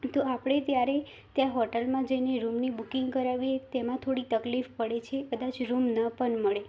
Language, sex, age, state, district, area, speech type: Gujarati, female, 18-30, Gujarat, Mehsana, rural, spontaneous